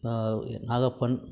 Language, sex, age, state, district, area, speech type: Tamil, male, 30-45, Tamil Nadu, Krishnagiri, rural, spontaneous